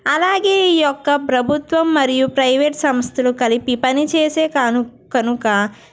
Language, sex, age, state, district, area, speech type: Telugu, female, 18-30, Andhra Pradesh, East Godavari, rural, spontaneous